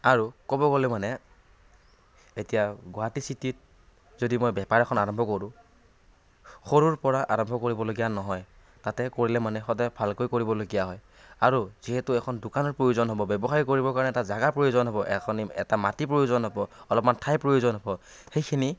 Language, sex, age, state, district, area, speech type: Assamese, male, 18-30, Assam, Kamrup Metropolitan, rural, spontaneous